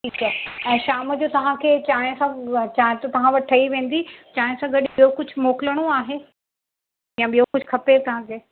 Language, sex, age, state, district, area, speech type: Sindhi, female, 60+, Uttar Pradesh, Lucknow, urban, conversation